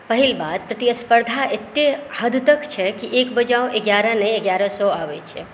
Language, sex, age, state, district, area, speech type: Maithili, female, 45-60, Bihar, Saharsa, urban, spontaneous